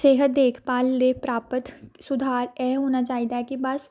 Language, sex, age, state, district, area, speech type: Punjabi, female, 18-30, Punjab, Amritsar, urban, spontaneous